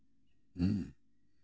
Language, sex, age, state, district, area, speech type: Santali, male, 60+, West Bengal, Bankura, rural, spontaneous